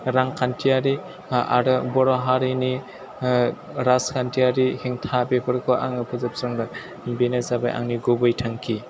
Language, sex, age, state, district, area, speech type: Bodo, male, 18-30, Assam, Chirang, rural, spontaneous